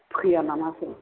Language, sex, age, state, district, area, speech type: Bodo, female, 60+, Assam, Chirang, rural, conversation